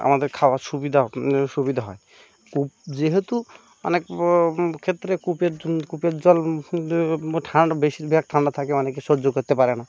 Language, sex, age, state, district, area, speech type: Bengali, male, 18-30, West Bengal, Birbhum, urban, spontaneous